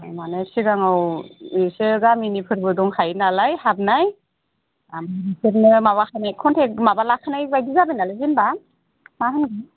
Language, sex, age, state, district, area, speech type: Bodo, female, 45-60, Assam, Udalguri, rural, conversation